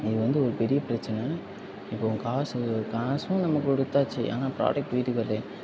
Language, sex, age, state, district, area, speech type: Tamil, male, 18-30, Tamil Nadu, Tirunelveli, rural, spontaneous